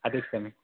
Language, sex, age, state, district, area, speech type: Kannada, male, 18-30, Karnataka, Chitradurga, rural, conversation